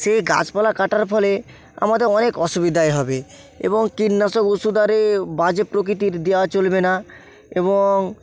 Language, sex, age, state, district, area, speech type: Bengali, male, 18-30, West Bengal, Bankura, urban, spontaneous